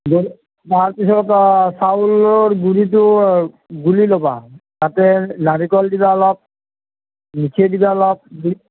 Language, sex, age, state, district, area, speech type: Assamese, male, 45-60, Assam, Nalbari, rural, conversation